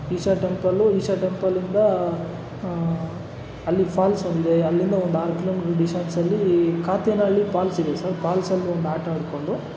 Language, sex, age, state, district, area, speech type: Kannada, male, 45-60, Karnataka, Kolar, rural, spontaneous